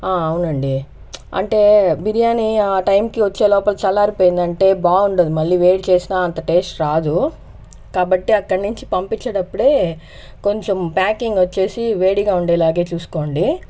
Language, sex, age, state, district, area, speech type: Telugu, female, 30-45, Andhra Pradesh, Sri Balaji, rural, spontaneous